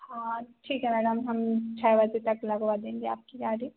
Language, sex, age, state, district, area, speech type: Hindi, female, 18-30, Madhya Pradesh, Narsinghpur, rural, conversation